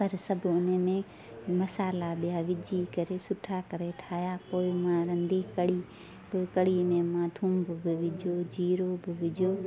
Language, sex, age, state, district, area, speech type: Sindhi, female, 30-45, Delhi, South Delhi, urban, spontaneous